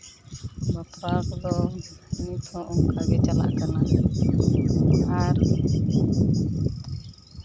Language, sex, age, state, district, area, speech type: Santali, female, 45-60, West Bengal, Uttar Dinajpur, rural, spontaneous